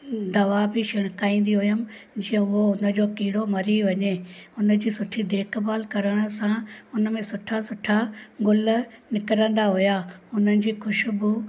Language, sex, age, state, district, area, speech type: Sindhi, female, 45-60, Maharashtra, Thane, rural, spontaneous